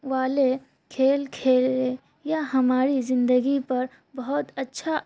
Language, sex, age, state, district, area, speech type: Urdu, female, 18-30, Bihar, Supaul, rural, spontaneous